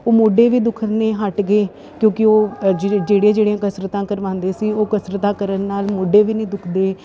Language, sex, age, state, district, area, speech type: Punjabi, female, 30-45, Punjab, Ludhiana, urban, spontaneous